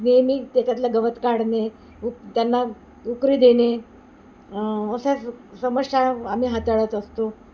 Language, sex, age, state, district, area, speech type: Marathi, female, 60+, Maharashtra, Wardha, urban, spontaneous